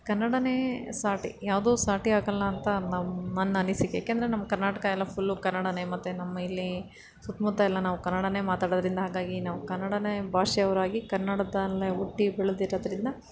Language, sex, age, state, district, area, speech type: Kannada, female, 30-45, Karnataka, Ramanagara, urban, spontaneous